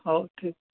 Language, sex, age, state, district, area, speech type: Odia, male, 60+, Odisha, Gajapati, rural, conversation